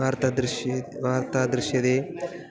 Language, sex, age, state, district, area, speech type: Sanskrit, male, 18-30, Kerala, Thiruvananthapuram, urban, spontaneous